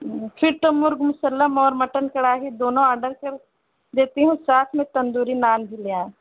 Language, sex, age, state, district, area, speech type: Urdu, female, 30-45, Uttar Pradesh, Balrampur, rural, conversation